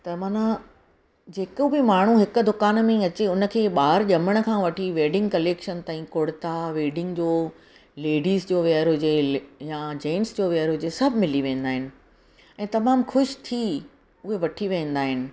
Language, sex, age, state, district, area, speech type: Sindhi, female, 45-60, Gujarat, Surat, urban, spontaneous